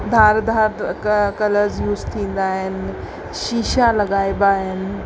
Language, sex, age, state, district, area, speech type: Sindhi, female, 45-60, Uttar Pradesh, Lucknow, urban, spontaneous